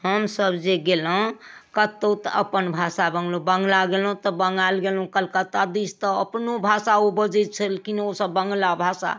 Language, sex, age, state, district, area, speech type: Maithili, female, 60+, Bihar, Darbhanga, rural, spontaneous